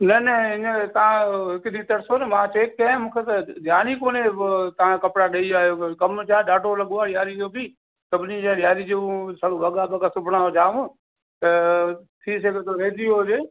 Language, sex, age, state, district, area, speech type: Sindhi, male, 60+, Gujarat, Kutch, rural, conversation